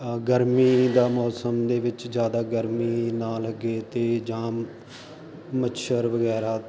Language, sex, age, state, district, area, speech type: Punjabi, male, 18-30, Punjab, Faridkot, rural, spontaneous